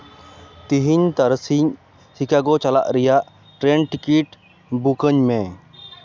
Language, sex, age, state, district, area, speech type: Santali, male, 18-30, West Bengal, Malda, rural, read